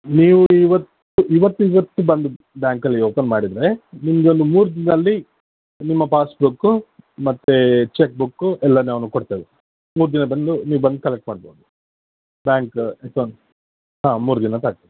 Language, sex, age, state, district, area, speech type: Kannada, male, 30-45, Karnataka, Shimoga, rural, conversation